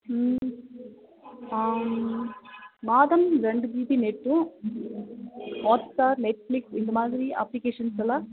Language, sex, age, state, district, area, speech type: Tamil, female, 18-30, Tamil Nadu, Nilgiris, rural, conversation